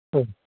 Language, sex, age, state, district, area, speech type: Tamil, male, 45-60, Tamil Nadu, Madurai, urban, conversation